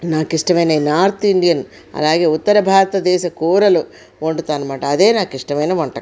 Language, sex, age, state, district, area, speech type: Telugu, female, 45-60, Andhra Pradesh, Krishna, rural, spontaneous